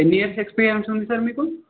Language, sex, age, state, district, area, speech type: Telugu, male, 18-30, Telangana, Nizamabad, urban, conversation